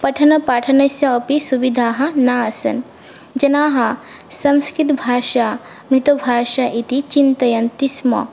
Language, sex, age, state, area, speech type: Sanskrit, female, 18-30, Assam, rural, spontaneous